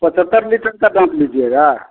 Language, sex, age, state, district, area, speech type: Hindi, male, 60+, Bihar, Madhepura, urban, conversation